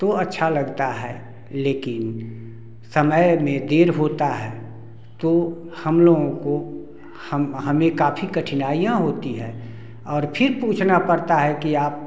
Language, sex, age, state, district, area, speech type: Hindi, male, 60+, Bihar, Samastipur, rural, spontaneous